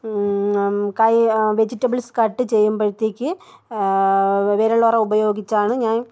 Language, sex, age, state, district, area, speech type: Malayalam, female, 30-45, Kerala, Thiruvananthapuram, rural, spontaneous